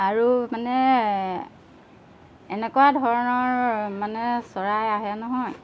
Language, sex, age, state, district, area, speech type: Assamese, female, 30-45, Assam, Golaghat, urban, spontaneous